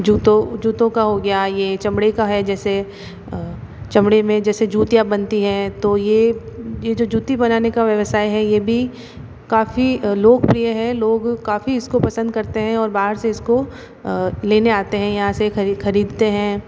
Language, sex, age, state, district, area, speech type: Hindi, female, 60+, Rajasthan, Jodhpur, urban, spontaneous